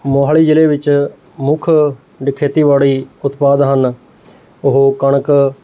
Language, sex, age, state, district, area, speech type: Punjabi, male, 45-60, Punjab, Mohali, urban, spontaneous